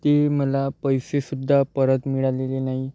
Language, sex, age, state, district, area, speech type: Marathi, male, 18-30, Maharashtra, Yavatmal, rural, spontaneous